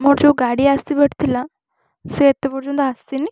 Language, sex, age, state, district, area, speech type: Odia, female, 18-30, Odisha, Balasore, rural, spontaneous